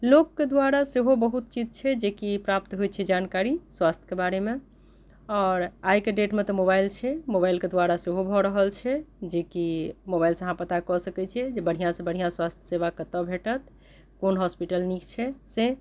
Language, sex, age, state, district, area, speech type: Maithili, other, 60+, Bihar, Madhubani, urban, spontaneous